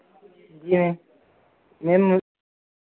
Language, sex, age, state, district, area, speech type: Hindi, male, 18-30, Madhya Pradesh, Harda, urban, conversation